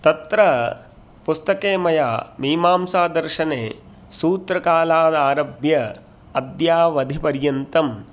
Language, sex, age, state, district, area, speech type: Sanskrit, male, 45-60, Madhya Pradesh, Indore, rural, spontaneous